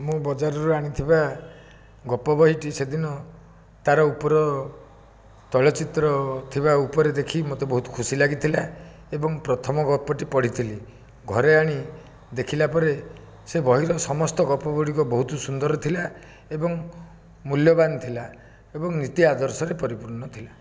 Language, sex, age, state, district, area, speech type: Odia, male, 60+, Odisha, Jajpur, rural, spontaneous